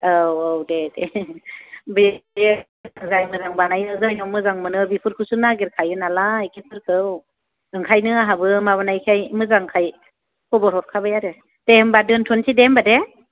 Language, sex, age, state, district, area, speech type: Bodo, female, 30-45, Assam, Kokrajhar, rural, conversation